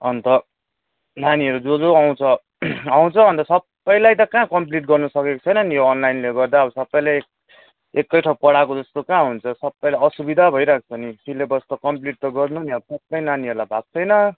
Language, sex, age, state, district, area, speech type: Nepali, male, 18-30, West Bengal, Kalimpong, rural, conversation